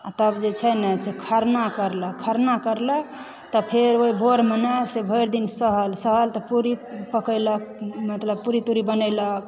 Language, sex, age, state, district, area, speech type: Maithili, female, 30-45, Bihar, Supaul, rural, spontaneous